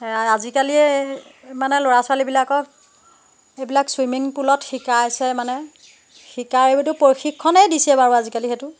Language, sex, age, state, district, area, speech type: Assamese, female, 45-60, Assam, Jorhat, urban, spontaneous